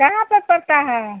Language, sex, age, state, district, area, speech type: Hindi, female, 60+, Bihar, Samastipur, urban, conversation